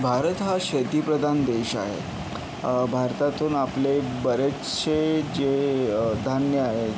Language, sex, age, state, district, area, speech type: Marathi, male, 60+, Maharashtra, Yavatmal, urban, spontaneous